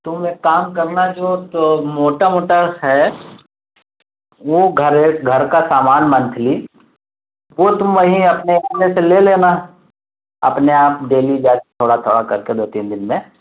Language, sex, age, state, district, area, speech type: Urdu, male, 30-45, Delhi, New Delhi, urban, conversation